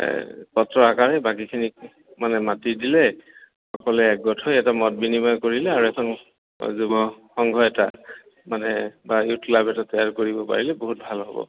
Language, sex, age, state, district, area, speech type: Assamese, male, 45-60, Assam, Goalpara, urban, conversation